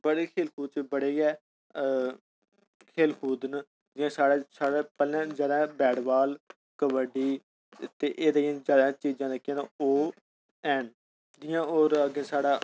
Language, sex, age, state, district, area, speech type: Dogri, male, 30-45, Jammu and Kashmir, Udhampur, urban, spontaneous